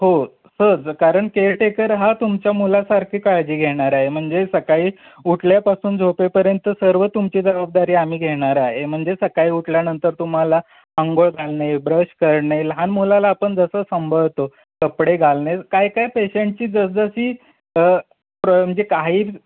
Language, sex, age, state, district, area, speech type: Marathi, male, 30-45, Maharashtra, Sangli, urban, conversation